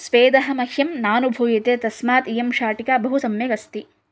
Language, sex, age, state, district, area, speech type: Sanskrit, female, 18-30, Karnataka, Shimoga, urban, spontaneous